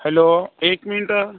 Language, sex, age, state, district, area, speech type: Marathi, other, 18-30, Maharashtra, Buldhana, rural, conversation